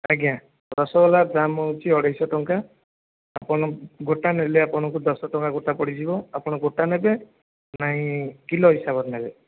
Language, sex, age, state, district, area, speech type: Odia, male, 30-45, Odisha, Jajpur, rural, conversation